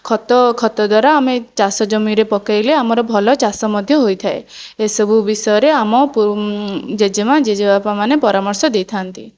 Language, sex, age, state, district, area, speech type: Odia, female, 18-30, Odisha, Jajpur, rural, spontaneous